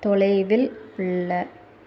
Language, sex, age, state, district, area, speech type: Tamil, female, 18-30, Tamil Nadu, Tirunelveli, rural, read